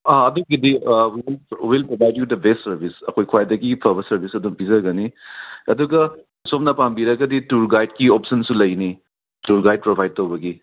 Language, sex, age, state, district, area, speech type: Manipuri, male, 60+, Manipur, Imphal West, urban, conversation